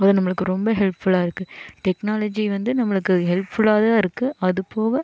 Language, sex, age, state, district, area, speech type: Tamil, female, 18-30, Tamil Nadu, Coimbatore, rural, spontaneous